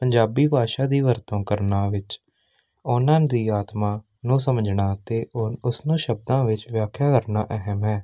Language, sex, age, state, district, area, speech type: Punjabi, male, 18-30, Punjab, Patiala, urban, spontaneous